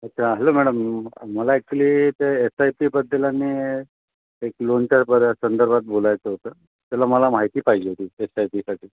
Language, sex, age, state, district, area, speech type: Marathi, male, 45-60, Maharashtra, Thane, rural, conversation